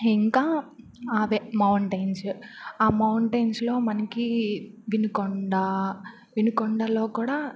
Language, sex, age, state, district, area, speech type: Telugu, female, 18-30, Andhra Pradesh, Bapatla, rural, spontaneous